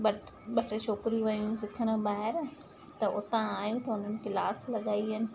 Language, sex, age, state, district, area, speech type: Sindhi, female, 30-45, Madhya Pradesh, Katni, urban, spontaneous